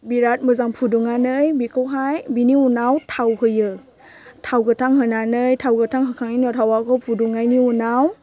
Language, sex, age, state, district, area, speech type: Bodo, female, 30-45, Assam, Chirang, rural, spontaneous